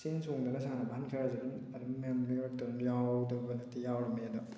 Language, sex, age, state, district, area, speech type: Manipuri, male, 18-30, Manipur, Thoubal, rural, spontaneous